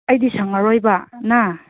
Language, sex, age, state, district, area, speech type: Manipuri, female, 30-45, Manipur, Chandel, rural, conversation